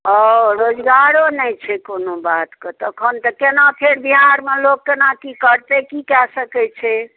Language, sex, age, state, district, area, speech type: Maithili, female, 60+, Bihar, Darbhanga, urban, conversation